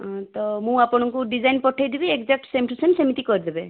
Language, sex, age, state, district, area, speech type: Odia, female, 30-45, Odisha, Malkangiri, urban, conversation